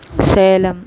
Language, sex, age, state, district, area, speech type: Tamil, female, 18-30, Tamil Nadu, Tiruvannamalai, urban, spontaneous